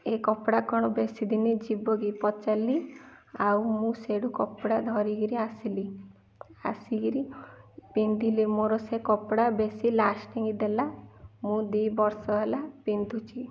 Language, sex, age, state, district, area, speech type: Odia, female, 18-30, Odisha, Ganjam, urban, spontaneous